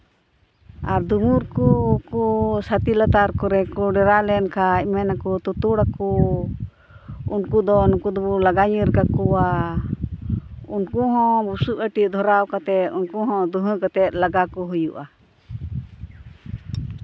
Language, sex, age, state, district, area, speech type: Santali, female, 60+, West Bengal, Purba Bardhaman, rural, spontaneous